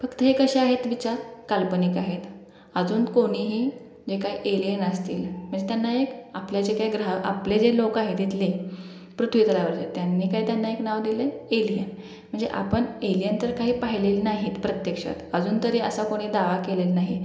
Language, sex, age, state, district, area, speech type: Marathi, female, 18-30, Maharashtra, Sangli, rural, spontaneous